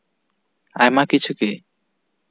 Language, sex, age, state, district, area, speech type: Santali, male, 18-30, West Bengal, Bankura, rural, spontaneous